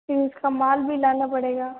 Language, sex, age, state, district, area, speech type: Hindi, female, 18-30, Rajasthan, Jodhpur, urban, conversation